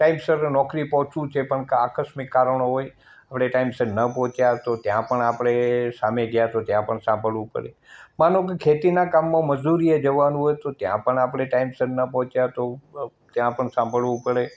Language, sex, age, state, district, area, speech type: Gujarati, male, 60+, Gujarat, Morbi, rural, spontaneous